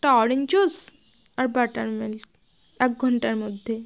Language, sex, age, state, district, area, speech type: Bengali, female, 45-60, West Bengal, Jalpaiguri, rural, spontaneous